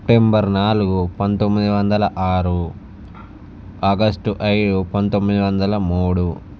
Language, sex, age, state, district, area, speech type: Telugu, male, 45-60, Andhra Pradesh, Visakhapatnam, urban, spontaneous